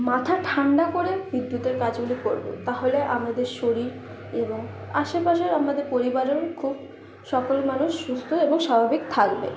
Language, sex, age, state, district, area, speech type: Bengali, female, 30-45, West Bengal, Paschim Bardhaman, urban, spontaneous